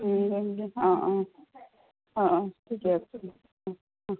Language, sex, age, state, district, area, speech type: Assamese, female, 45-60, Assam, Sonitpur, rural, conversation